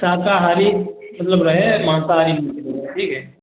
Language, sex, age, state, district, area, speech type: Hindi, male, 30-45, Uttar Pradesh, Prayagraj, urban, conversation